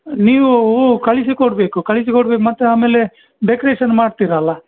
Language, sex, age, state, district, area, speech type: Kannada, male, 60+, Karnataka, Dakshina Kannada, rural, conversation